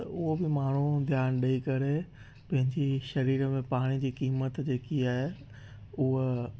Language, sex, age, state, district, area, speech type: Sindhi, male, 18-30, Gujarat, Kutch, urban, spontaneous